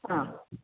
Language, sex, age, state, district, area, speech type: Sanskrit, female, 60+, Karnataka, Mysore, urban, conversation